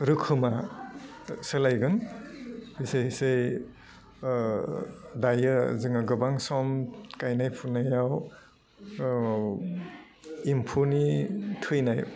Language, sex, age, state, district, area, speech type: Bodo, male, 45-60, Assam, Udalguri, urban, spontaneous